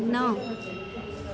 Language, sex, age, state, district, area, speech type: Sindhi, female, 30-45, Gujarat, Junagadh, rural, read